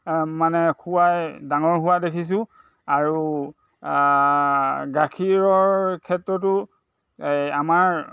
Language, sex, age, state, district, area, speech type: Assamese, male, 60+, Assam, Dhemaji, urban, spontaneous